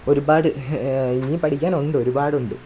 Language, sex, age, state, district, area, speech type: Malayalam, male, 18-30, Kerala, Kollam, rural, spontaneous